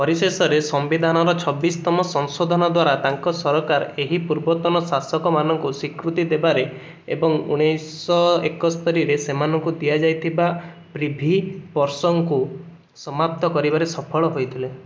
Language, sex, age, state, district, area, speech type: Odia, male, 18-30, Odisha, Cuttack, urban, read